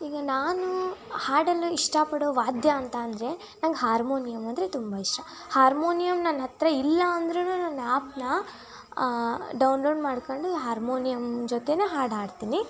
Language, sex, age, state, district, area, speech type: Kannada, female, 18-30, Karnataka, Tumkur, rural, spontaneous